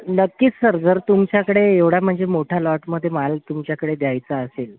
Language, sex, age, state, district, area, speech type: Marathi, male, 30-45, Maharashtra, Wardha, urban, conversation